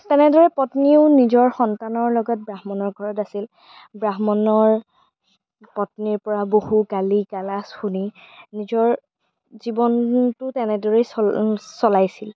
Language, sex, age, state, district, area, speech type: Assamese, female, 18-30, Assam, Darrang, rural, spontaneous